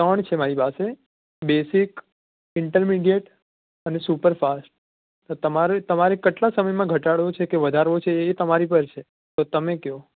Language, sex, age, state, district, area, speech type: Gujarati, male, 18-30, Gujarat, Surat, urban, conversation